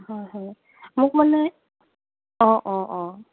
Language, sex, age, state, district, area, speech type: Assamese, female, 45-60, Assam, Morigaon, urban, conversation